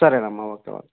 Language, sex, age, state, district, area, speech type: Telugu, male, 30-45, Andhra Pradesh, Nandyal, rural, conversation